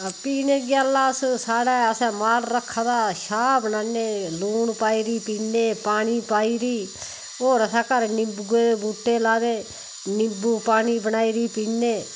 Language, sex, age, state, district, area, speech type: Dogri, female, 60+, Jammu and Kashmir, Udhampur, rural, spontaneous